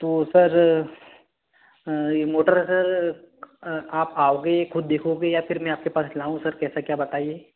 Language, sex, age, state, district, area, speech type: Hindi, male, 18-30, Madhya Pradesh, Betul, rural, conversation